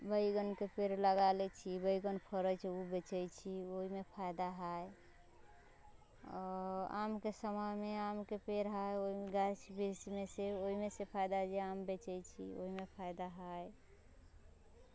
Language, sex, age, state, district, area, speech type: Maithili, female, 18-30, Bihar, Muzaffarpur, rural, spontaneous